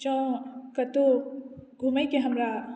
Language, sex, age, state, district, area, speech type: Maithili, female, 60+, Bihar, Madhubani, rural, spontaneous